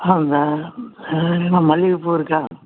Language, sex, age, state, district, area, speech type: Tamil, male, 60+, Tamil Nadu, Viluppuram, urban, conversation